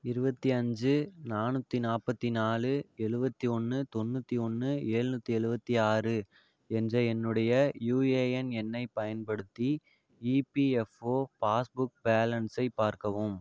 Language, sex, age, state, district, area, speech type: Tamil, male, 45-60, Tamil Nadu, Ariyalur, rural, read